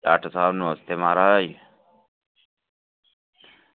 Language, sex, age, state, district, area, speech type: Dogri, male, 30-45, Jammu and Kashmir, Reasi, rural, conversation